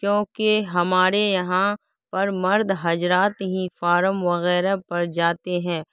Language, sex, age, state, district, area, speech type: Urdu, female, 18-30, Bihar, Saharsa, rural, spontaneous